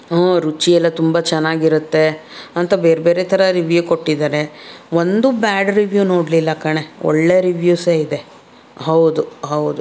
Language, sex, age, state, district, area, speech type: Kannada, female, 30-45, Karnataka, Davanagere, urban, spontaneous